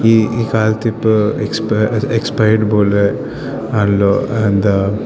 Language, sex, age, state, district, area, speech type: Malayalam, male, 18-30, Kerala, Idukki, rural, spontaneous